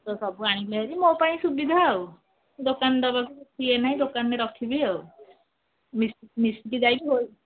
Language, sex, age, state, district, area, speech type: Odia, female, 45-60, Odisha, Sundergarh, rural, conversation